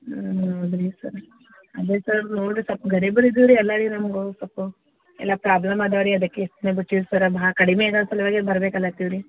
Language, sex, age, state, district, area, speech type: Kannada, female, 30-45, Karnataka, Gulbarga, urban, conversation